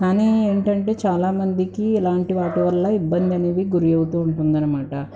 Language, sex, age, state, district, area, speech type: Telugu, female, 18-30, Andhra Pradesh, Guntur, urban, spontaneous